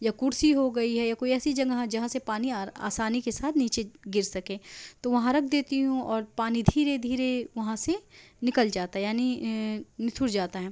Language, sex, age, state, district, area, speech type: Urdu, female, 30-45, Delhi, South Delhi, urban, spontaneous